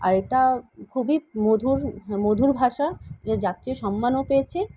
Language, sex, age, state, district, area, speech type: Bengali, female, 30-45, West Bengal, Kolkata, urban, spontaneous